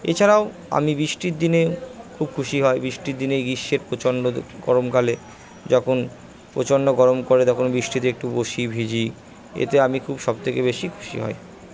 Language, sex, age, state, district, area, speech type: Bengali, female, 30-45, West Bengal, Purba Bardhaman, urban, spontaneous